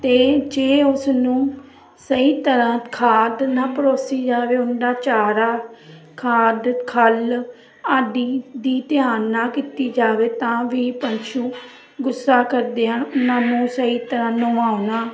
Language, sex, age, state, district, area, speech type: Punjabi, female, 30-45, Punjab, Jalandhar, urban, spontaneous